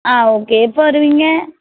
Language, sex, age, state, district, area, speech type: Tamil, female, 18-30, Tamil Nadu, Tirunelveli, urban, conversation